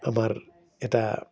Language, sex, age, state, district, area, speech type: Assamese, male, 60+, Assam, Udalguri, urban, spontaneous